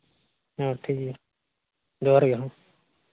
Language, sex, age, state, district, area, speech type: Santali, male, 18-30, Jharkhand, East Singhbhum, rural, conversation